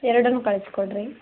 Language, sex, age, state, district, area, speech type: Kannada, female, 18-30, Karnataka, Vijayanagara, rural, conversation